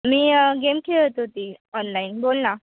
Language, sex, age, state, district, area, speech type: Marathi, female, 18-30, Maharashtra, Nashik, urban, conversation